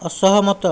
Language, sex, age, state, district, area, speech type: Odia, male, 60+, Odisha, Jajpur, rural, read